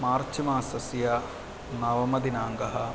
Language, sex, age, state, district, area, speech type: Sanskrit, male, 30-45, Kerala, Ernakulam, urban, spontaneous